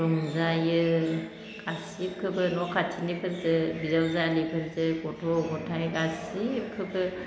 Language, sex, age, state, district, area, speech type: Bodo, female, 45-60, Assam, Baksa, rural, spontaneous